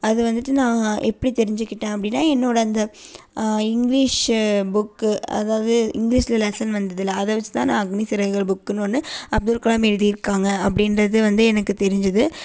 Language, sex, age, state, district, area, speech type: Tamil, female, 18-30, Tamil Nadu, Coimbatore, urban, spontaneous